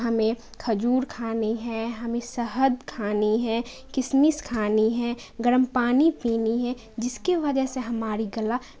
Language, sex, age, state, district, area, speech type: Urdu, female, 18-30, Bihar, Khagaria, urban, spontaneous